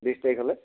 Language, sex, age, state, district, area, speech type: Assamese, male, 60+, Assam, Dibrugarh, rural, conversation